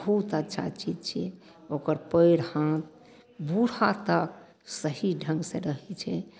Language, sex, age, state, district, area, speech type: Maithili, female, 60+, Bihar, Madhepura, urban, spontaneous